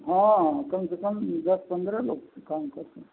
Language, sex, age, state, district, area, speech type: Hindi, male, 45-60, Uttar Pradesh, Azamgarh, rural, conversation